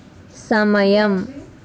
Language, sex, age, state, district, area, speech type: Telugu, female, 30-45, Andhra Pradesh, Palnadu, urban, read